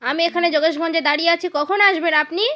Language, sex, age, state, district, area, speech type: Bengali, female, 18-30, West Bengal, North 24 Parganas, rural, spontaneous